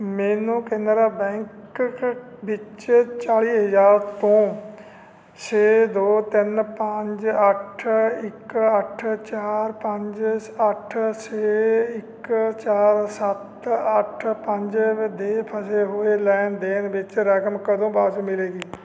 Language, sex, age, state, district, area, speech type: Punjabi, male, 45-60, Punjab, Fatehgarh Sahib, urban, read